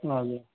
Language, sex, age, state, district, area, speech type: Nepali, male, 60+, West Bengal, Kalimpong, rural, conversation